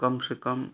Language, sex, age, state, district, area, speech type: Hindi, male, 45-60, Uttar Pradesh, Chandauli, rural, spontaneous